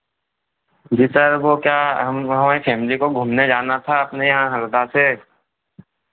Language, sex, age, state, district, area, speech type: Hindi, male, 30-45, Madhya Pradesh, Harda, urban, conversation